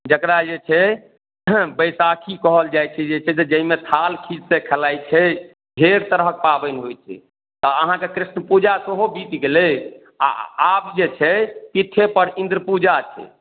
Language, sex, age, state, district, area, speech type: Maithili, male, 45-60, Bihar, Madhubani, rural, conversation